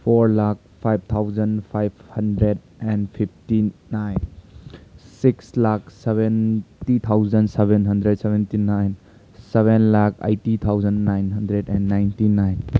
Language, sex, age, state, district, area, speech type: Manipuri, male, 30-45, Manipur, Imphal West, urban, spontaneous